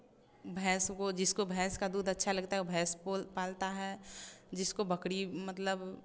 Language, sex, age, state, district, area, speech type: Hindi, female, 18-30, Bihar, Samastipur, rural, spontaneous